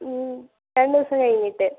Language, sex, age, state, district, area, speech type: Malayalam, female, 45-60, Kerala, Kozhikode, urban, conversation